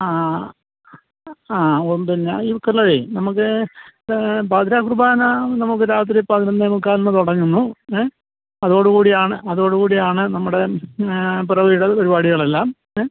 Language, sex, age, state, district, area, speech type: Malayalam, male, 60+, Kerala, Pathanamthitta, rural, conversation